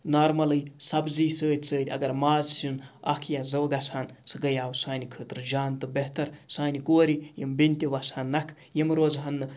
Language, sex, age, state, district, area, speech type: Kashmiri, male, 45-60, Jammu and Kashmir, Srinagar, urban, spontaneous